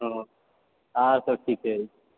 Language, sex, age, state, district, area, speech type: Maithili, male, 60+, Bihar, Purnia, urban, conversation